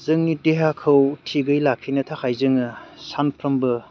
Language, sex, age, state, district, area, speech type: Bodo, male, 30-45, Assam, Baksa, rural, spontaneous